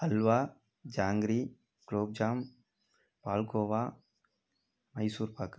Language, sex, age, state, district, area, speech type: Tamil, male, 18-30, Tamil Nadu, Tiruchirappalli, rural, spontaneous